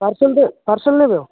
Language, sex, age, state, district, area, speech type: Odia, male, 18-30, Odisha, Nabarangpur, urban, conversation